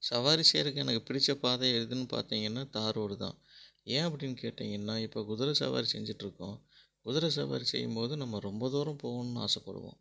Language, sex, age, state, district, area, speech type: Tamil, male, 30-45, Tamil Nadu, Erode, rural, spontaneous